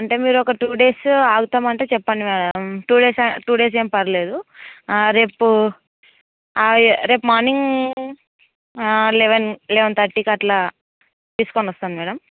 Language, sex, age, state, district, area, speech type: Telugu, female, 18-30, Telangana, Hyderabad, urban, conversation